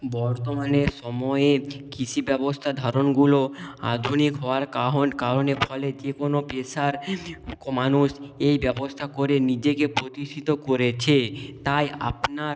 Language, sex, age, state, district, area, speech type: Bengali, male, 18-30, West Bengal, Nadia, rural, spontaneous